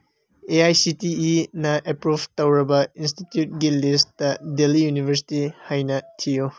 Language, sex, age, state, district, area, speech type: Manipuri, male, 18-30, Manipur, Senapati, urban, read